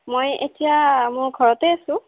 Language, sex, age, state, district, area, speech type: Assamese, female, 18-30, Assam, Darrang, rural, conversation